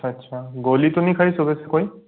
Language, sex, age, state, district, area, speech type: Hindi, male, 18-30, Madhya Pradesh, Bhopal, urban, conversation